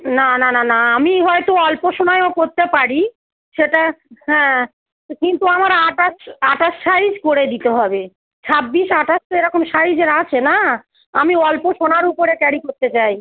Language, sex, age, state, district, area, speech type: Bengali, female, 45-60, West Bengal, South 24 Parganas, rural, conversation